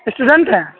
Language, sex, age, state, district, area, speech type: Urdu, male, 18-30, Uttar Pradesh, Saharanpur, urban, conversation